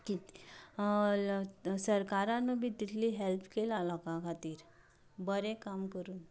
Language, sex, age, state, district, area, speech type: Goan Konkani, female, 18-30, Goa, Canacona, rural, spontaneous